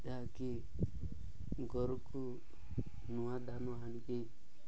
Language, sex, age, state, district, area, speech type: Odia, male, 18-30, Odisha, Nabarangpur, urban, spontaneous